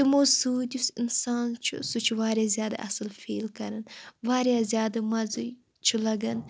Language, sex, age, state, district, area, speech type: Kashmiri, female, 18-30, Jammu and Kashmir, Shopian, rural, spontaneous